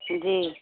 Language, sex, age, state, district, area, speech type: Hindi, female, 30-45, Bihar, Samastipur, urban, conversation